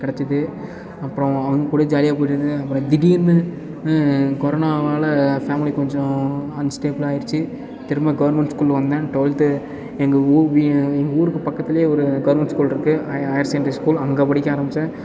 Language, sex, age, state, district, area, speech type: Tamil, male, 18-30, Tamil Nadu, Ariyalur, rural, spontaneous